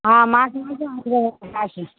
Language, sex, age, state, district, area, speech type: Tamil, female, 60+, Tamil Nadu, Pudukkottai, rural, conversation